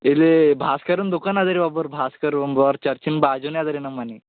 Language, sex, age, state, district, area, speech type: Kannada, male, 18-30, Karnataka, Bidar, urban, conversation